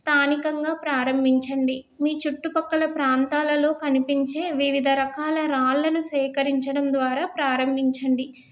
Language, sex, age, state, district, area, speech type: Telugu, female, 30-45, Telangana, Hyderabad, rural, spontaneous